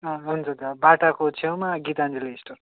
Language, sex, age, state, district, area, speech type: Nepali, male, 18-30, West Bengal, Darjeeling, rural, conversation